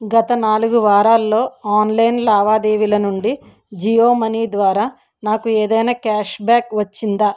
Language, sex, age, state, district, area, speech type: Telugu, female, 60+, Andhra Pradesh, East Godavari, rural, read